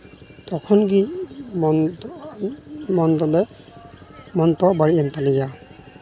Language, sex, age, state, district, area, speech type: Santali, male, 18-30, West Bengal, Uttar Dinajpur, rural, spontaneous